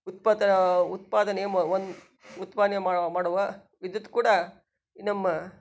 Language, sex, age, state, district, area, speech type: Kannada, female, 60+, Karnataka, Shimoga, rural, spontaneous